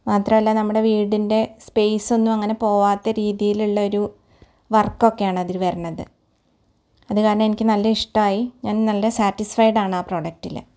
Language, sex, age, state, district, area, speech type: Malayalam, female, 45-60, Kerala, Ernakulam, rural, spontaneous